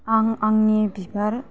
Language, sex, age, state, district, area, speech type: Bodo, female, 30-45, Assam, Udalguri, rural, spontaneous